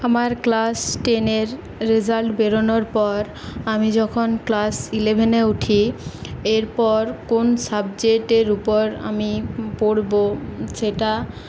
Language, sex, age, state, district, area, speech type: Bengali, female, 18-30, West Bengal, Paschim Bardhaman, urban, spontaneous